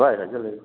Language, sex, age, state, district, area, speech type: Manipuri, male, 60+, Manipur, Imphal East, rural, conversation